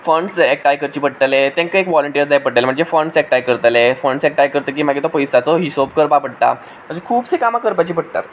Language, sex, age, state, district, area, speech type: Goan Konkani, male, 18-30, Goa, Quepem, rural, spontaneous